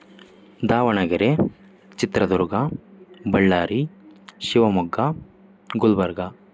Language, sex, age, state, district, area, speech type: Kannada, male, 18-30, Karnataka, Davanagere, urban, spontaneous